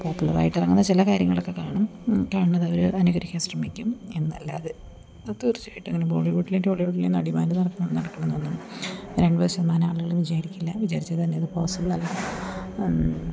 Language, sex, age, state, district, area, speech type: Malayalam, female, 30-45, Kerala, Idukki, rural, spontaneous